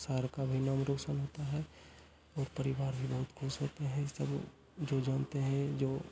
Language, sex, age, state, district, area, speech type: Hindi, male, 18-30, Bihar, Begusarai, urban, spontaneous